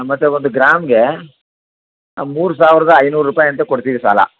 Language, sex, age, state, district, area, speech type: Kannada, male, 60+, Karnataka, Chamarajanagar, rural, conversation